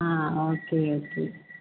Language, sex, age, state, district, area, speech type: Tamil, female, 18-30, Tamil Nadu, Namakkal, urban, conversation